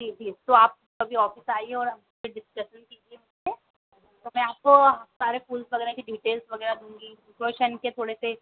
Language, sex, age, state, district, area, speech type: Hindi, female, 18-30, Madhya Pradesh, Harda, urban, conversation